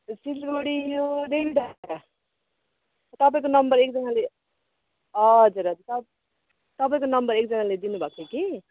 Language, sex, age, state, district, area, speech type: Nepali, female, 30-45, West Bengal, Darjeeling, rural, conversation